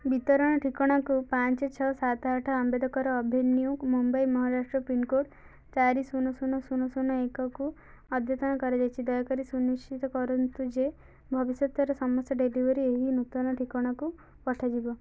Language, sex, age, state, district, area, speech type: Odia, female, 18-30, Odisha, Sundergarh, urban, read